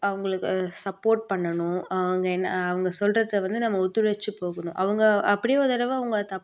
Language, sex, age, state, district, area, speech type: Tamil, female, 18-30, Tamil Nadu, Perambalur, urban, spontaneous